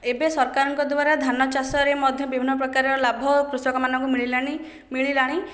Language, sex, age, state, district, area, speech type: Odia, female, 18-30, Odisha, Khordha, rural, spontaneous